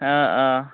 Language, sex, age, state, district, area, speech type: Assamese, male, 18-30, Assam, Majuli, urban, conversation